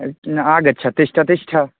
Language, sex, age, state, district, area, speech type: Sanskrit, male, 18-30, Bihar, East Champaran, urban, conversation